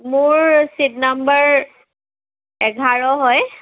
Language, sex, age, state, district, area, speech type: Assamese, female, 30-45, Assam, Kamrup Metropolitan, urban, conversation